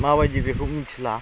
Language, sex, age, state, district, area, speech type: Bodo, male, 18-30, Assam, Udalguri, rural, spontaneous